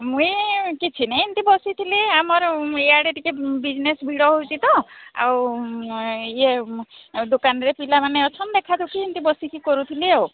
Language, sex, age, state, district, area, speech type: Odia, female, 45-60, Odisha, Sambalpur, rural, conversation